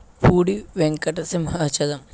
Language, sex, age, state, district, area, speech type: Telugu, male, 45-60, Andhra Pradesh, Eluru, rural, spontaneous